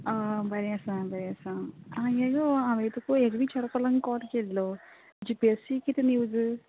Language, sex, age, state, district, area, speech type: Goan Konkani, female, 18-30, Goa, Quepem, rural, conversation